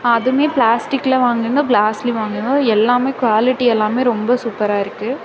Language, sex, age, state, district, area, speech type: Tamil, female, 18-30, Tamil Nadu, Karur, rural, spontaneous